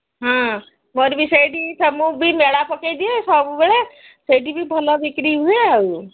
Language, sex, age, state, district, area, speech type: Odia, female, 60+, Odisha, Gajapati, rural, conversation